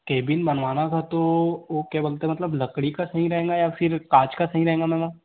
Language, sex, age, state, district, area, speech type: Hindi, male, 18-30, Madhya Pradesh, Betul, rural, conversation